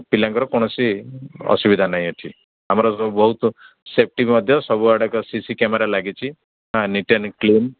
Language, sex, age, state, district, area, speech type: Odia, male, 60+, Odisha, Jharsuguda, rural, conversation